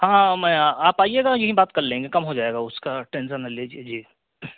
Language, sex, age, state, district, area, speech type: Urdu, male, 18-30, Uttar Pradesh, Siddharthnagar, rural, conversation